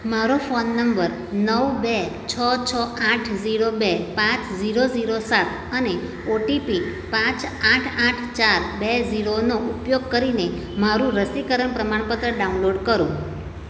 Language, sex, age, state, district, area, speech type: Gujarati, female, 45-60, Gujarat, Surat, urban, read